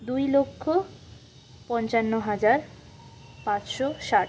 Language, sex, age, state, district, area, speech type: Bengali, female, 30-45, West Bengal, Purulia, urban, spontaneous